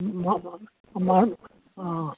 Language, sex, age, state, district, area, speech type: Kannada, male, 60+, Karnataka, Mandya, rural, conversation